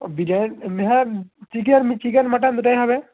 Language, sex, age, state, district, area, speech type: Bengali, male, 18-30, West Bengal, Jalpaiguri, rural, conversation